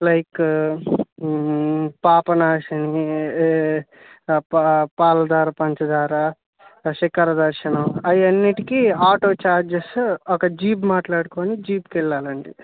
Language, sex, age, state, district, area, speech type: Telugu, male, 18-30, Andhra Pradesh, Bapatla, urban, conversation